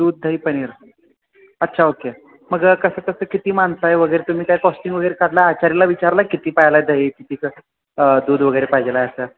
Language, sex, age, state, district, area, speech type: Marathi, male, 18-30, Maharashtra, Sangli, urban, conversation